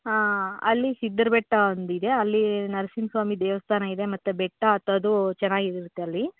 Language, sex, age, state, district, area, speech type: Kannada, female, 30-45, Karnataka, Tumkur, rural, conversation